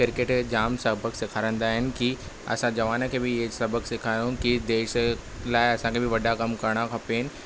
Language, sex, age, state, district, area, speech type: Sindhi, male, 18-30, Maharashtra, Thane, urban, spontaneous